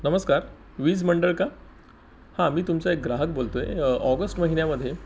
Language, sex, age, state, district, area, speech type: Marathi, male, 30-45, Maharashtra, Palghar, rural, spontaneous